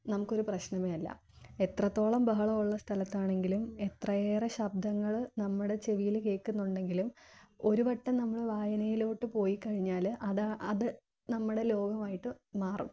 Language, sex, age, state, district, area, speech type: Malayalam, female, 18-30, Kerala, Thiruvananthapuram, urban, spontaneous